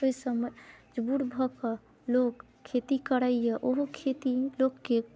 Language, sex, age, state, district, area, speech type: Maithili, female, 30-45, Bihar, Muzaffarpur, rural, spontaneous